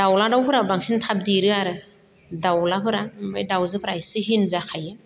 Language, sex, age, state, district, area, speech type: Bodo, female, 45-60, Assam, Baksa, rural, spontaneous